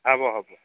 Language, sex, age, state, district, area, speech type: Assamese, male, 18-30, Assam, Nagaon, rural, conversation